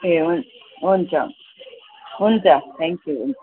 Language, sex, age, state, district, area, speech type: Nepali, female, 30-45, West Bengal, Kalimpong, rural, conversation